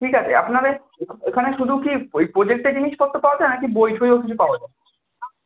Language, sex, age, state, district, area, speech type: Bengali, male, 18-30, West Bengal, Kolkata, urban, conversation